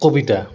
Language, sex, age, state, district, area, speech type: Assamese, male, 18-30, Assam, Goalpara, urban, spontaneous